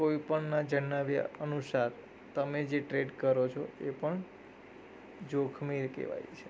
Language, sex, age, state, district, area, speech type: Gujarati, male, 30-45, Gujarat, Surat, urban, spontaneous